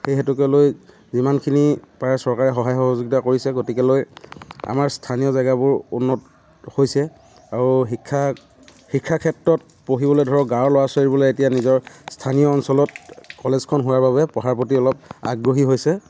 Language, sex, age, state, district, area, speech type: Assamese, male, 30-45, Assam, Dhemaji, rural, spontaneous